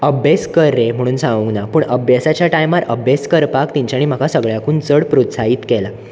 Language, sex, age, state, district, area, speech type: Goan Konkani, male, 18-30, Goa, Bardez, urban, spontaneous